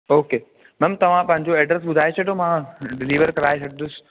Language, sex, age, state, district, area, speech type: Sindhi, male, 18-30, Delhi, South Delhi, urban, conversation